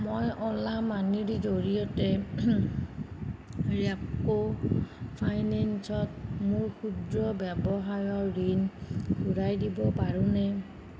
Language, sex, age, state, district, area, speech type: Assamese, female, 45-60, Assam, Nagaon, rural, read